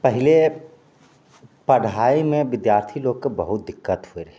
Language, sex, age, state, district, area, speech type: Maithili, male, 30-45, Bihar, Begusarai, urban, spontaneous